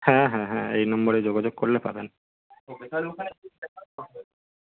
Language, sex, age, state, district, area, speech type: Bengali, male, 18-30, West Bengal, North 24 Parganas, urban, conversation